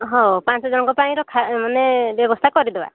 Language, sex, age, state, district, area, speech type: Odia, female, 60+, Odisha, Angul, rural, conversation